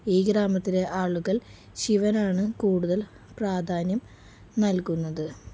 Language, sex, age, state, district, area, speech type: Malayalam, female, 45-60, Kerala, Palakkad, rural, spontaneous